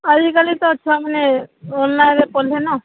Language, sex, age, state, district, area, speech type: Odia, female, 60+, Odisha, Boudh, rural, conversation